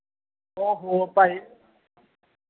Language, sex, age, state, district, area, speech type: Punjabi, male, 18-30, Punjab, Mohali, urban, conversation